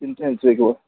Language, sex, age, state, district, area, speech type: Sanskrit, male, 30-45, Maharashtra, Sangli, urban, conversation